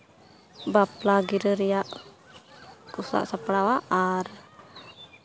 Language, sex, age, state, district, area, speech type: Santali, female, 18-30, West Bengal, Malda, rural, spontaneous